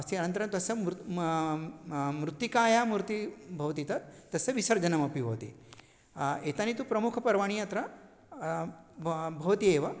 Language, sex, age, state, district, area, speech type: Sanskrit, male, 60+, Maharashtra, Nagpur, urban, spontaneous